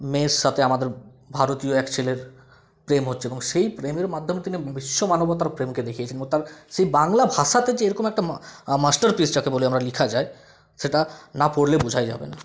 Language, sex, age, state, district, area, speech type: Bengali, male, 18-30, West Bengal, Purulia, rural, spontaneous